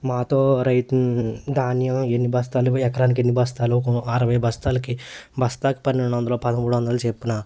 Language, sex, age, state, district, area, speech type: Telugu, male, 30-45, Andhra Pradesh, Eluru, rural, spontaneous